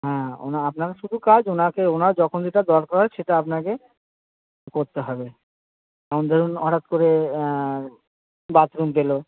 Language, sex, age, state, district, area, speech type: Bengali, male, 60+, West Bengal, Purba Bardhaman, rural, conversation